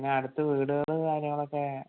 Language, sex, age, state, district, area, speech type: Malayalam, male, 30-45, Kerala, Palakkad, rural, conversation